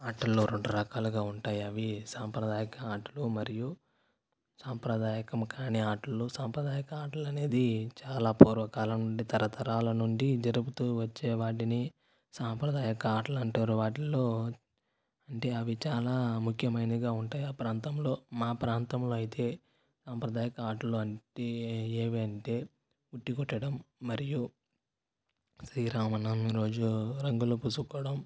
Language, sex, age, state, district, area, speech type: Telugu, male, 18-30, Andhra Pradesh, Sri Balaji, rural, spontaneous